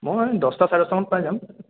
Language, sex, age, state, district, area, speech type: Assamese, male, 18-30, Assam, Sonitpur, urban, conversation